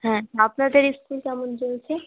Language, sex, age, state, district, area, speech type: Bengali, female, 18-30, West Bengal, Uttar Dinajpur, urban, conversation